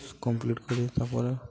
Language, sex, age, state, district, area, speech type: Odia, male, 18-30, Odisha, Nuapada, urban, spontaneous